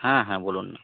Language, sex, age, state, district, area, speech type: Bengali, male, 45-60, West Bengal, Hooghly, urban, conversation